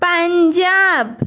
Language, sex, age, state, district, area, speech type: Telugu, female, 18-30, Andhra Pradesh, East Godavari, rural, spontaneous